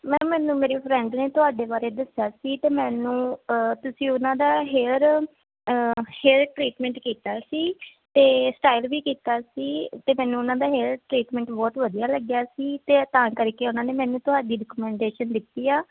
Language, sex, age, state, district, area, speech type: Punjabi, female, 18-30, Punjab, Shaheed Bhagat Singh Nagar, urban, conversation